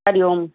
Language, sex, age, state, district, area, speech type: Sindhi, female, 45-60, Uttar Pradesh, Lucknow, rural, conversation